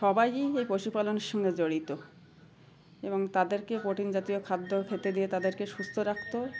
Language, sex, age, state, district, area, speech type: Bengali, female, 45-60, West Bengal, Uttar Dinajpur, urban, spontaneous